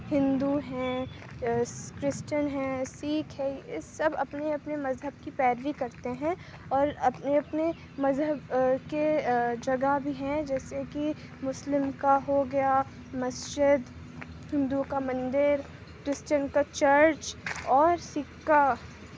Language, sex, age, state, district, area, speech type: Urdu, female, 45-60, Uttar Pradesh, Aligarh, urban, spontaneous